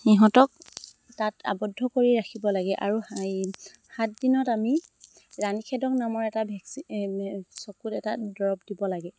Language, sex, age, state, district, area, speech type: Assamese, female, 45-60, Assam, Dibrugarh, rural, spontaneous